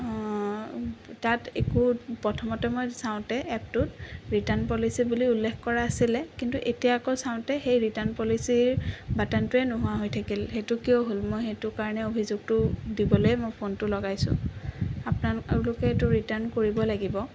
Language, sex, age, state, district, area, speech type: Assamese, female, 18-30, Assam, Sonitpur, urban, spontaneous